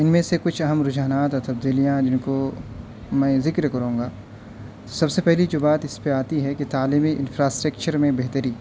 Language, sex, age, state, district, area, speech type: Urdu, male, 18-30, Delhi, North West Delhi, urban, spontaneous